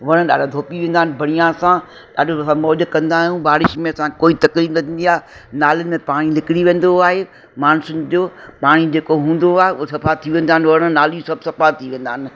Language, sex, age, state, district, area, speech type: Sindhi, female, 60+, Uttar Pradesh, Lucknow, urban, spontaneous